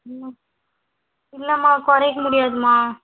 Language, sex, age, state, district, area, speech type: Tamil, female, 18-30, Tamil Nadu, Vellore, urban, conversation